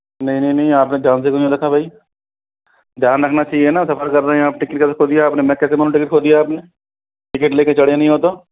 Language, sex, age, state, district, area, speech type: Hindi, male, 60+, Rajasthan, Jaipur, urban, conversation